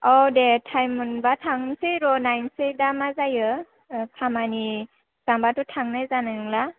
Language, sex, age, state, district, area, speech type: Bodo, female, 18-30, Assam, Chirang, urban, conversation